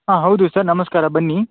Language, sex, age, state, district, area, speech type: Kannada, male, 18-30, Karnataka, Shimoga, rural, conversation